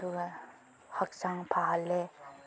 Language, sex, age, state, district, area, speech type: Manipuri, female, 30-45, Manipur, Chandel, rural, spontaneous